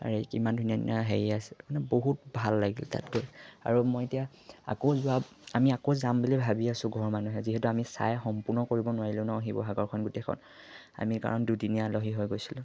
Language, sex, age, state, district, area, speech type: Assamese, male, 18-30, Assam, Majuli, urban, spontaneous